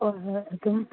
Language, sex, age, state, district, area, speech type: Manipuri, female, 45-60, Manipur, Kangpokpi, urban, conversation